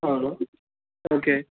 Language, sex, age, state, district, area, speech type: Telugu, male, 30-45, Andhra Pradesh, Chittoor, rural, conversation